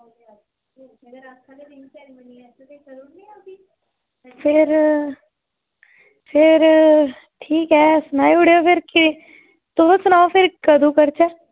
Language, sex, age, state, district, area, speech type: Dogri, female, 18-30, Jammu and Kashmir, Reasi, rural, conversation